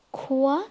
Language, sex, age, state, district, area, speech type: Assamese, female, 30-45, Assam, Sonitpur, rural, spontaneous